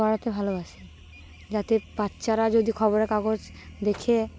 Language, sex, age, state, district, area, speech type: Bengali, female, 18-30, West Bengal, Cooch Behar, urban, spontaneous